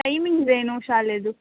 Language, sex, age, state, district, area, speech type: Kannada, female, 18-30, Karnataka, Tumkur, urban, conversation